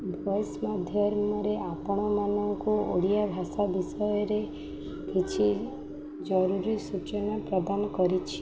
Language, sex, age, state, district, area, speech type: Odia, female, 18-30, Odisha, Sundergarh, urban, spontaneous